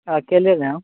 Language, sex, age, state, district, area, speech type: Maithili, male, 18-30, Bihar, Begusarai, urban, conversation